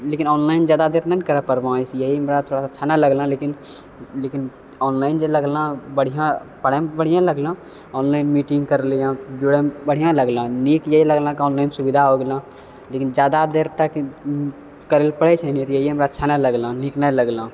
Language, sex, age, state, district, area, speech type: Maithili, male, 30-45, Bihar, Purnia, urban, spontaneous